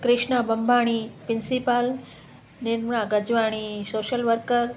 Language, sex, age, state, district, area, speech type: Sindhi, female, 45-60, Gujarat, Kutch, urban, spontaneous